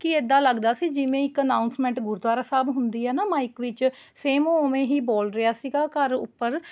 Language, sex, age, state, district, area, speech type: Punjabi, female, 30-45, Punjab, Rupnagar, urban, spontaneous